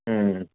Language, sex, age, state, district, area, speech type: Urdu, male, 30-45, Delhi, North East Delhi, urban, conversation